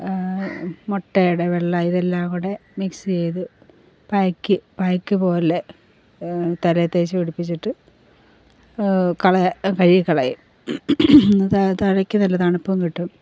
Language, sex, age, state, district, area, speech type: Malayalam, female, 45-60, Kerala, Pathanamthitta, rural, spontaneous